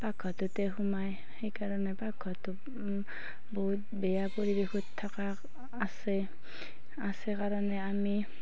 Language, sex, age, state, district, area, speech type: Assamese, female, 30-45, Assam, Darrang, rural, spontaneous